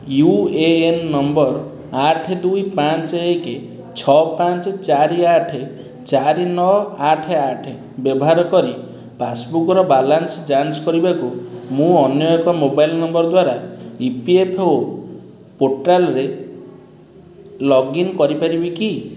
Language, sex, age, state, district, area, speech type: Odia, male, 30-45, Odisha, Puri, urban, read